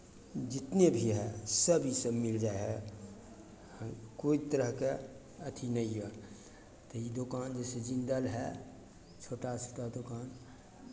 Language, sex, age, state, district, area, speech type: Maithili, male, 60+, Bihar, Begusarai, rural, spontaneous